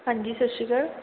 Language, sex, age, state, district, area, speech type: Punjabi, female, 30-45, Punjab, Mohali, urban, conversation